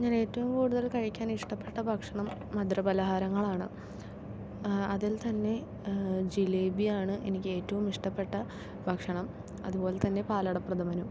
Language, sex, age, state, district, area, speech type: Malayalam, female, 18-30, Kerala, Palakkad, rural, spontaneous